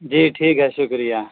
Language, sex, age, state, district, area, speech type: Urdu, male, 30-45, Bihar, East Champaran, urban, conversation